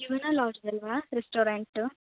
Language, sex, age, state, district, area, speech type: Kannada, female, 30-45, Karnataka, Uttara Kannada, rural, conversation